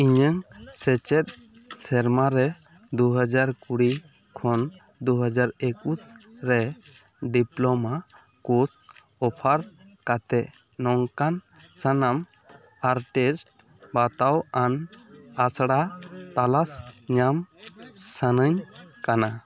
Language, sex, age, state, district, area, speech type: Santali, male, 18-30, West Bengal, Bankura, rural, read